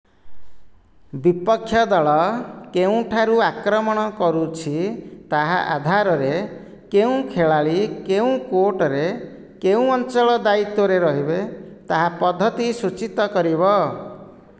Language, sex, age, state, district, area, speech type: Odia, male, 45-60, Odisha, Nayagarh, rural, read